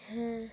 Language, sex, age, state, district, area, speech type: Bengali, female, 30-45, West Bengal, Dakshin Dinajpur, urban, spontaneous